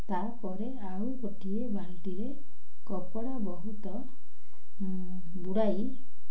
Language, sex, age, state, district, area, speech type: Odia, female, 60+, Odisha, Ganjam, urban, spontaneous